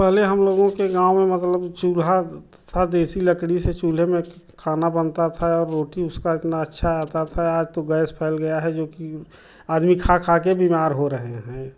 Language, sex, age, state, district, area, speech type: Hindi, male, 30-45, Uttar Pradesh, Prayagraj, rural, spontaneous